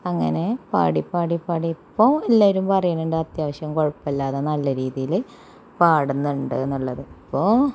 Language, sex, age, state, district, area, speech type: Malayalam, female, 30-45, Kerala, Malappuram, rural, spontaneous